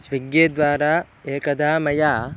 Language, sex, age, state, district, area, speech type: Sanskrit, male, 18-30, Karnataka, Bangalore Rural, rural, spontaneous